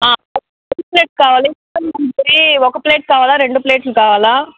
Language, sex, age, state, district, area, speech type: Telugu, female, 60+, Andhra Pradesh, Chittoor, urban, conversation